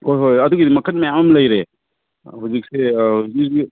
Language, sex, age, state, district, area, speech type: Manipuri, male, 30-45, Manipur, Kangpokpi, urban, conversation